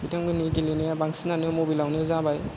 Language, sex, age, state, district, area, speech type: Bodo, female, 30-45, Assam, Chirang, rural, spontaneous